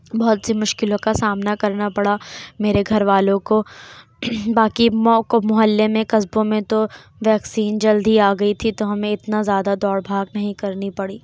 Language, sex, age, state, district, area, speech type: Urdu, female, 18-30, Uttar Pradesh, Lucknow, rural, spontaneous